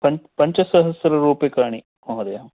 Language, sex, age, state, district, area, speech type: Sanskrit, male, 45-60, Karnataka, Dakshina Kannada, urban, conversation